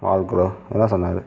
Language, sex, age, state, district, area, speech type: Tamil, male, 60+, Tamil Nadu, Sivaganga, urban, spontaneous